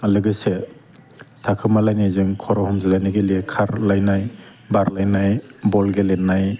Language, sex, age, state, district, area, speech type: Bodo, male, 18-30, Assam, Udalguri, urban, spontaneous